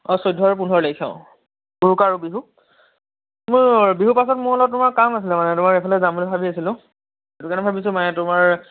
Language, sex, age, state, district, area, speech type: Assamese, male, 18-30, Assam, Biswanath, rural, conversation